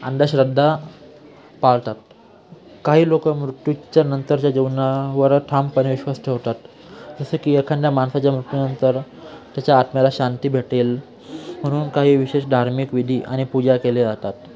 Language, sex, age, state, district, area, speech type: Marathi, male, 18-30, Maharashtra, Nashik, urban, spontaneous